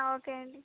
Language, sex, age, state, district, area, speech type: Telugu, female, 18-30, Andhra Pradesh, Palnadu, rural, conversation